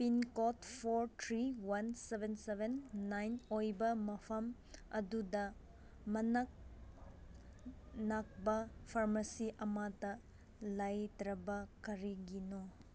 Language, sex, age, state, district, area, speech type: Manipuri, female, 18-30, Manipur, Senapati, urban, read